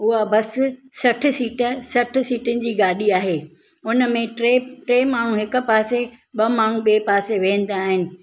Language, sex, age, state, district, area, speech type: Sindhi, female, 60+, Maharashtra, Thane, urban, spontaneous